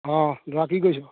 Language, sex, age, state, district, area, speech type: Assamese, male, 30-45, Assam, Golaghat, urban, conversation